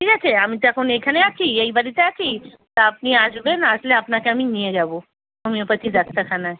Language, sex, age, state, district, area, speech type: Bengali, female, 45-60, West Bengal, South 24 Parganas, rural, conversation